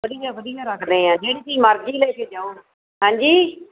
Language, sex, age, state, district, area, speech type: Punjabi, female, 60+, Punjab, Fazilka, rural, conversation